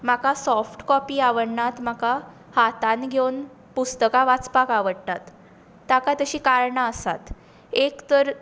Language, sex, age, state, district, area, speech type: Goan Konkani, female, 18-30, Goa, Tiswadi, rural, spontaneous